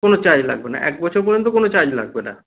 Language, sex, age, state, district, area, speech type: Bengali, male, 45-60, West Bengal, Paschim Bardhaman, urban, conversation